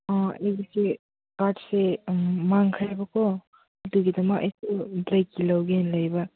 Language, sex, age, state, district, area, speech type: Manipuri, female, 18-30, Manipur, Senapati, urban, conversation